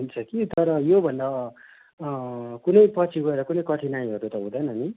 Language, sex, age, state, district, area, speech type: Nepali, male, 30-45, West Bengal, Darjeeling, rural, conversation